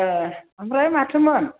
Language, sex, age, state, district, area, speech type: Bodo, female, 60+, Assam, Chirang, rural, conversation